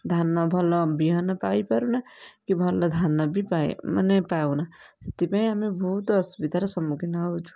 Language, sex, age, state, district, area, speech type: Odia, female, 30-45, Odisha, Kendujhar, urban, spontaneous